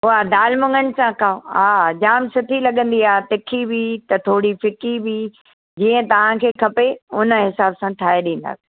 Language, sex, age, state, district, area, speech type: Sindhi, female, 60+, Maharashtra, Thane, urban, conversation